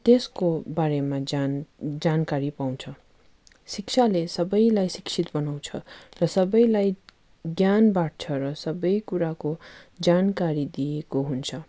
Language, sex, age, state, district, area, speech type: Nepali, female, 45-60, West Bengal, Darjeeling, rural, spontaneous